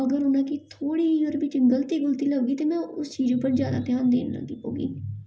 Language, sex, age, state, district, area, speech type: Dogri, female, 18-30, Jammu and Kashmir, Jammu, urban, spontaneous